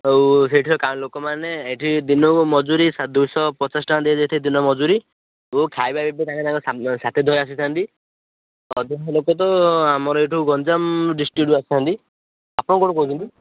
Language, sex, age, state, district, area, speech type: Odia, male, 18-30, Odisha, Ganjam, rural, conversation